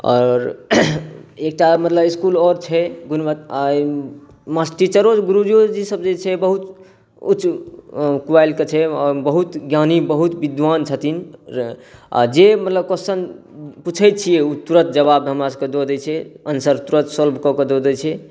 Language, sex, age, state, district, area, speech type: Maithili, male, 18-30, Bihar, Saharsa, rural, spontaneous